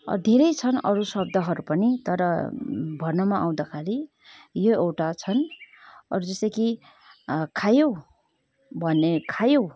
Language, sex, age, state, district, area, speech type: Nepali, female, 18-30, West Bengal, Kalimpong, rural, spontaneous